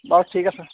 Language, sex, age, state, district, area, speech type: Assamese, male, 30-45, Assam, Majuli, urban, conversation